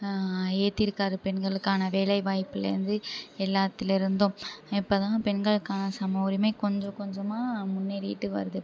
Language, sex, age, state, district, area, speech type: Tamil, female, 30-45, Tamil Nadu, Thanjavur, urban, spontaneous